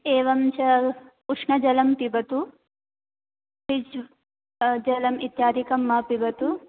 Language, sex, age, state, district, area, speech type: Sanskrit, female, 18-30, Telangana, Medchal, urban, conversation